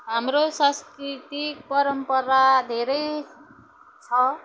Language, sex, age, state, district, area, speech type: Nepali, female, 45-60, West Bengal, Jalpaiguri, urban, spontaneous